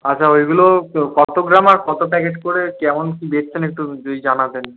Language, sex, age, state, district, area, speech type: Bengali, male, 18-30, West Bengal, Darjeeling, rural, conversation